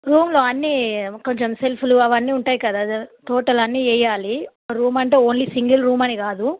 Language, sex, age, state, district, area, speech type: Telugu, female, 30-45, Telangana, Karimnagar, rural, conversation